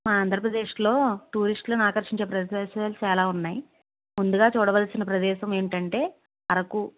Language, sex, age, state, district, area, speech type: Telugu, female, 45-60, Andhra Pradesh, Krishna, urban, conversation